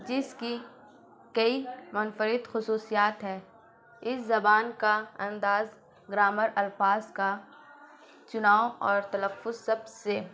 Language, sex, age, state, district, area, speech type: Urdu, female, 18-30, Bihar, Gaya, urban, spontaneous